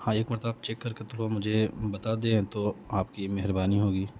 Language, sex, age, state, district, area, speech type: Urdu, male, 30-45, Bihar, Gaya, urban, spontaneous